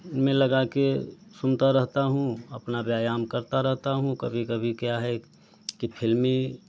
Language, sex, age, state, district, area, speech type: Hindi, male, 30-45, Uttar Pradesh, Prayagraj, rural, spontaneous